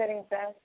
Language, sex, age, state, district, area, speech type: Tamil, male, 60+, Tamil Nadu, Tiruvarur, rural, conversation